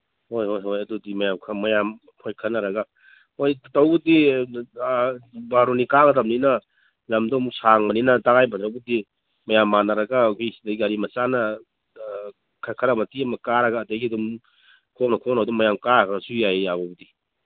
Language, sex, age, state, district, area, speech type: Manipuri, male, 45-60, Manipur, Imphal East, rural, conversation